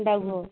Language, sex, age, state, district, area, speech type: Malayalam, female, 45-60, Kerala, Malappuram, rural, conversation